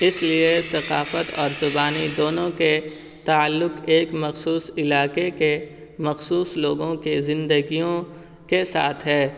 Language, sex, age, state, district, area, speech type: Urdu, male, 18-30, Bihar, Purnia, rural, spontaneous